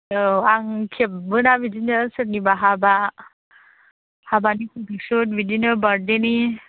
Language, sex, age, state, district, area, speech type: Bodo, female, 45-60, Assam, Chirang, rural, conversation